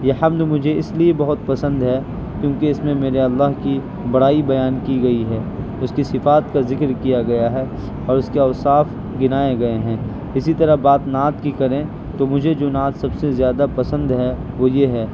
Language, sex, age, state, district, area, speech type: Urdu, male, 18-30, Bihar, Purnia, rural, spontaneous